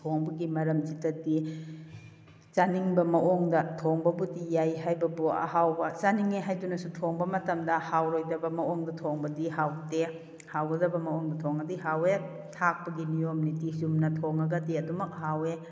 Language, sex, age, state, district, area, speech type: Manipuri, female, 45-60, Manipur, Kakching, rural, spontaneous